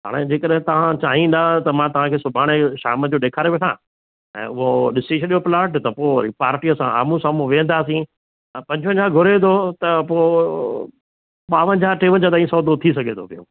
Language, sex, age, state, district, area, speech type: Sindhi, male, 60+, Rajasthan, Ajmer, urban, conversation